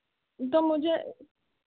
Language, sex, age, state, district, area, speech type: Hindi, female, 18-30, Bihar, Begusarai, urban, conversation